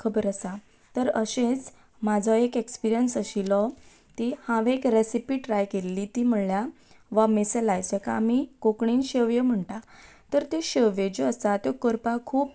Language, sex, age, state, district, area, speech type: Goan Konkani, female, 18-30, Goa, Quepem, rural, spontaneous